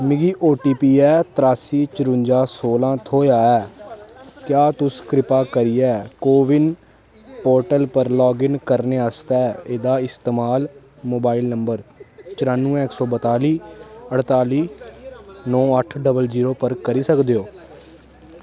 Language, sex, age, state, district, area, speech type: Dogri, male, 18-30, Jammu and Kashmir, Kathua, rural, read